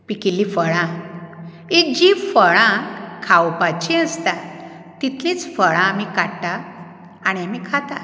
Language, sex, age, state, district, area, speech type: Goan Konkani, female, 45-60, Goa, Ponda, rural, spontaneous